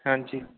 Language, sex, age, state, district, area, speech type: Punjabi, male, 30-45, Punjab, Kapurthala, rural, conversation